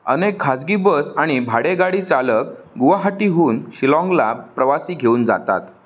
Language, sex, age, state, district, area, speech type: Marathi, male, 18-30, Maharashtra, Sindhudurg, rural, read